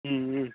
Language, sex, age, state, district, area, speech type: Tamil, male, 18-30, Tamil Nadu, Kallakurichi, urban, conversation